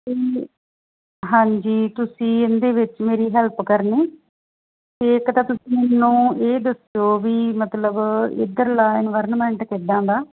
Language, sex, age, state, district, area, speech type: Punjabi, female, 30-45, Punjab, Muktsar, urban, conversation